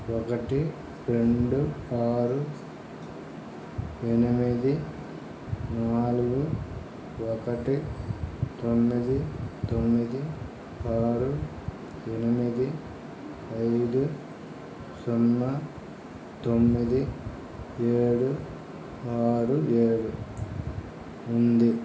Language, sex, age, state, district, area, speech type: Telugu, male, 60+, Andhra Pradesh, Krishna, urban, read